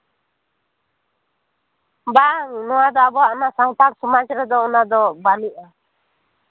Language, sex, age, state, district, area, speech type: Santali, female, 30-45, West Bengal, Purulia, rural, conversation